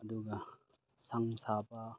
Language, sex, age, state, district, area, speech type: Manipuri, male, 30-45, Manipur, Chandel, rural, spontaneous